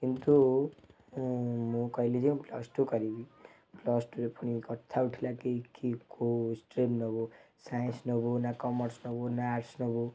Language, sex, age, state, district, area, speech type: Odia, male, 18-30, Odisha, Kendujhar, urban, spontaneous